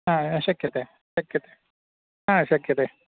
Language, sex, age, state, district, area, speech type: Sanskrit, male, 45-60, Karnataka, Udupi, rural, conversation